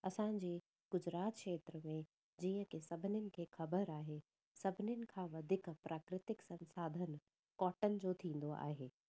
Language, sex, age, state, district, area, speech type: Sindhi, female, 30-45, Gujarat, Surat, urban, spontaneous